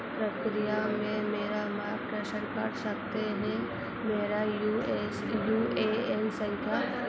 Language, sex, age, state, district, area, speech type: Hindi, female, 18-30, Madhya Pradesh, Harda, urban, read